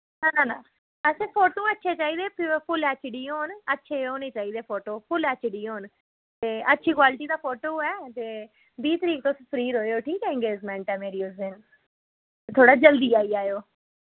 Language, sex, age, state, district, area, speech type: Dogri, female, 18-30, Jammu and Kashmir, Reasi, rural, conversation